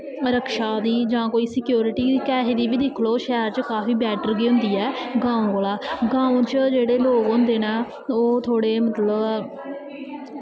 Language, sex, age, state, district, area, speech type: Dogri, female, 18-30, Jammu and Kashmir, Kathua, rural, spontaneous